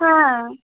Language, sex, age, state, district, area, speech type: Bengali, female, 18-30, West Bengal, North 24 Parganas, urban, conversation